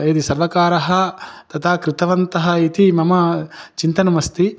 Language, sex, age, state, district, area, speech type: Sanskrit, male, 30-45, Telangana, Hyderabad, urban, spontaneous